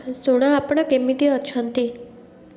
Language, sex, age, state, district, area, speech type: Odia, female, 30-45, Odisha, Puri, urban, read